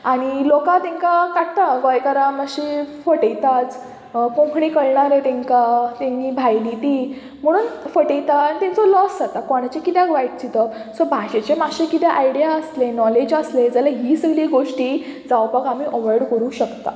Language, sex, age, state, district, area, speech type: Goan Konkani, female, 18-30, Goa, Murmgao, urban, spontaneous